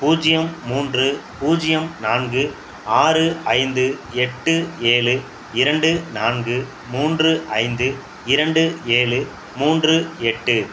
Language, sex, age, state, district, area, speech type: Tamil, male, 45-60, Tamil Nadu, Thanjavur, rural, read